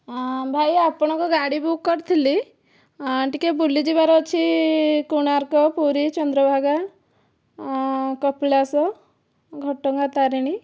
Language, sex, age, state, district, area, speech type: Odia, female, 30-45, Odisha, Dhenkanal, rural, spontaneous